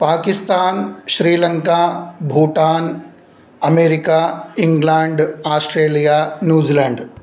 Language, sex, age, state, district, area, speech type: Sanskrit, male, 45-60, Andhra Pradesh, Kurnool, urban, spontaneous